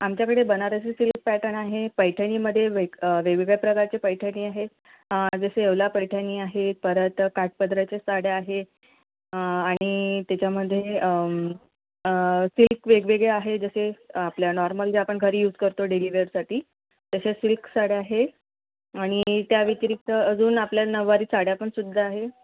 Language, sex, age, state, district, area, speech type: Marathi, female, 18-30, Maharashtra, Akola, urban, conversation